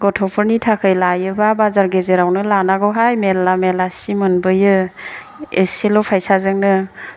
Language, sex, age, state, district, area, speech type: Bodo, female, 30-45, Assam, Chirang, urban, spontaneous